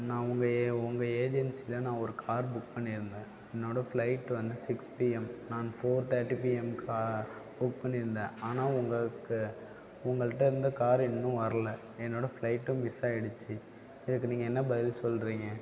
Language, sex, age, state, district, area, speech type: Tamil, male, 18-30, Tamil Nadu, Tiruvarur, rural, spontaneous